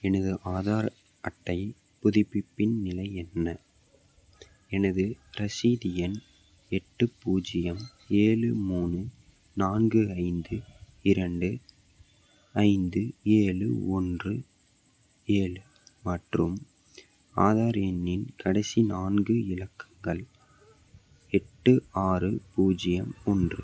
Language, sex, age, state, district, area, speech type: Tamil, male, 18-30, Tamil Nadu, Salem, rural, read